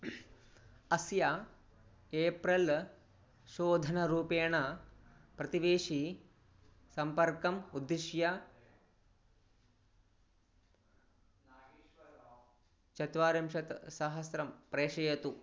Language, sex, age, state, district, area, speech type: Sanskrit, male, 30-45, Telangana, Ranga Reddy, urban, read